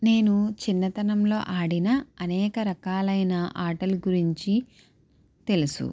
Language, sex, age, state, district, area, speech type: Telugu, female, 18-30, Andhra Pradesh, Konaseema, rural, spontaneous